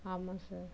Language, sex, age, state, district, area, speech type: Tamil, female, 45-60, Tamil Nadu, Tiruvarur, rural, spontaneous